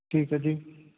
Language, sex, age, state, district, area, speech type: Punjabi, male, 30-45, Punjab, Fatehgarh Sahib, rural, conversation